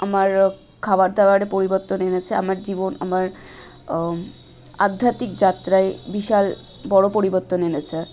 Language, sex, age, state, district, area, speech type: Bengali, female, 18-30, West Bengal, Malda, rural, spontaneous